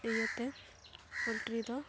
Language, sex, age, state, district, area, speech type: Santali, female, 18-30, West Bengal, Dakshin Dinajpur, rural, spontaneous